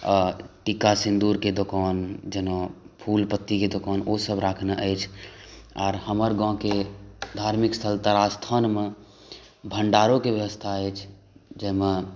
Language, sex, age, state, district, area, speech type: Maithili, male, 18-30, Bihar, Saharsa, rural, spontaneous